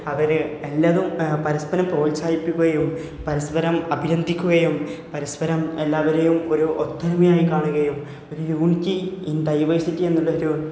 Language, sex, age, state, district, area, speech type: Malayalam, male, 18-30, Kerala, Malappuram, rural, spontaneous